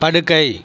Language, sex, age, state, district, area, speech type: Tamil, male, 45-60, Tamil Nadu, Viluppuram, rural, read